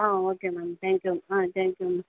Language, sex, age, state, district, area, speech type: Tamil, female, 18-30, Tamil Nadu, Chennai, urban, conversation